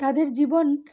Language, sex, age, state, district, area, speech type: Bengali, female, 18-30, West Bengal, Uttar Dinajpur, urban, spontaneous